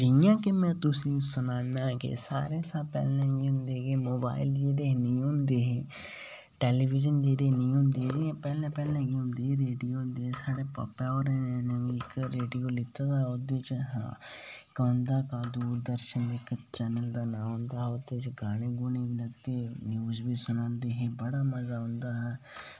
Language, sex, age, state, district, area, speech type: Dogri, male, 18-30, Jammu and Kashmir, Udhampur, rural, spontaneous